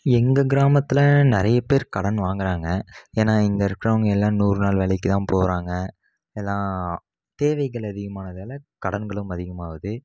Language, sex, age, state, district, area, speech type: Tamil, male, 18-30, Tamil Nadu, Krishnagiri, rural, spontaneous